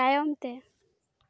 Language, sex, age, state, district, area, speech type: Santali, female, 18-30, West Bengal, Bankura, rural, read